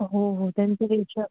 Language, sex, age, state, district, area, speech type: Marathi, female, 18-30, Maharashtra, Raigad, rural, conversation